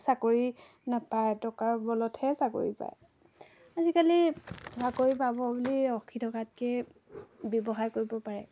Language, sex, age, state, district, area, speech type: Assamese, female, 18-30, Assam, Golaghat, urban, spontaneous